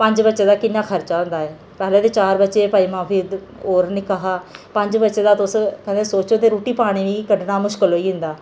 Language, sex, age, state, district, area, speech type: Dogri, female, 30-45, Jammu and Kashmir, Jammu, rural, spontaneous